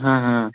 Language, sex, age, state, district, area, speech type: Hindi, male, 18-30, Uttar Pradesh, Jaunpur, rural, conversation